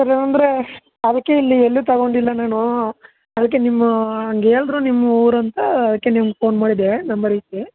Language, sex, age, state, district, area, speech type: Kannada, male, 18-30, Karnataka, Chamarajanagar, rural, conversation